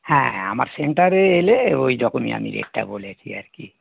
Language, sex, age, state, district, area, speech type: Bengali, male, 60+, West Bengal, North 24 Parganas, urban, conversation